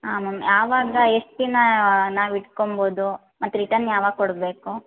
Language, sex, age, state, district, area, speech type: Kannada, female, 30-45, Karnataka, Hassan, rural, conversation